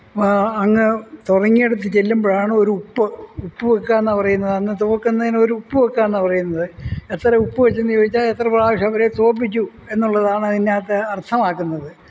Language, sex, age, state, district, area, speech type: Malayalam, male, 60+, Kerala, Kollam, rural, spontaneous